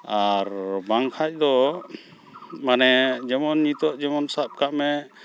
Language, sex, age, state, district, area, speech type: Santali, male, 45-60, West Bengal, Malda, rural, spontaneous